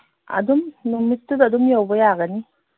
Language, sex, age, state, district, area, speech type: Manipuri, female, 45-60, Manipur, Kangpokpi, urban, conversation